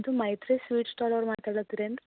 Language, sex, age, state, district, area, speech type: Kannada, female, 18-30, Karnataka, Gulbarga, urban, conversation